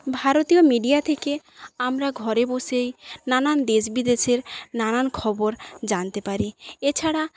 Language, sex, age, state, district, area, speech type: Bengali, female, 30-45, West Bengal, Paschim Medinipur, rural, spontaneous